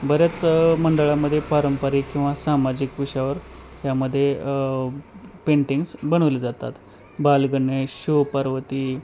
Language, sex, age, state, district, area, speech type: Marathi, male, 30-45, Maharashtra, Osmanabad, rural, spontaneous